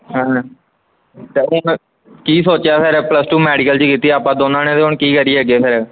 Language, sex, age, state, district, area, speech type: Punjabi, male, 18-30, Punjab, Pathankot, rural, conversation